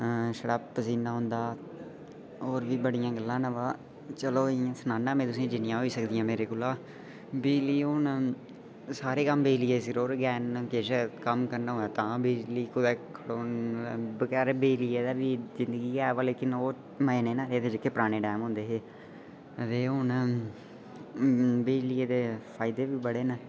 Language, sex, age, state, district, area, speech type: Dogri, male, 18-30, Jammu and Kashmir, Udhampur, rural, spontaneous